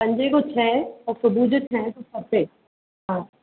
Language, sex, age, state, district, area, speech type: Sindhi, female, 45-60, Uttar Pradesh, Lucknow, urban, conversation